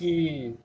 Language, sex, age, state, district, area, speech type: Tamil, male, 30-45, Tamil Nadu, Tiruvarur, urban, read